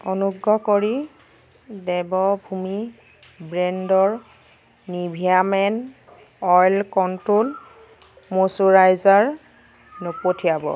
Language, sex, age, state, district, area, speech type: Assamese, female, 18-30, Assam, Nagaon, rural, read